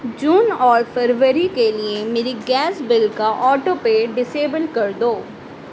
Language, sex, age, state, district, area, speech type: Urdu, female, 30-45, Delhi, Central Delhi, urban, read